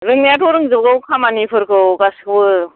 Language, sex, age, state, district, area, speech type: Bodo, female, 45-60, Assam, Kokrajhar, rural, conversation